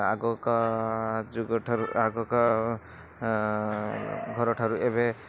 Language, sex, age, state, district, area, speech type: Odia, male, 60+, Odisha, Rayagada, rural, spontaneous